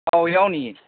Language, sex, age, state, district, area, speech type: Manipuri, male, 18-30, Manipur, Kangpokpi, urban, conversation